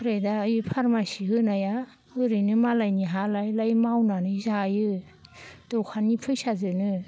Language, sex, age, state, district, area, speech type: Bodo, female, 60+, Assam, Baksa, urban, spontaneous